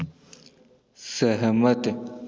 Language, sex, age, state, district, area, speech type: Hindi, male, 18-30, Uttar Pradesh, Jaunpur, urban, read